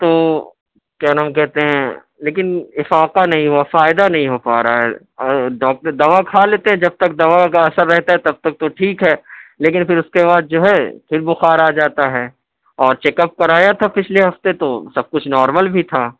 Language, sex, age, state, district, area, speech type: Urdu, male, 18-30, Delhi, Central Delhi, urban, conversation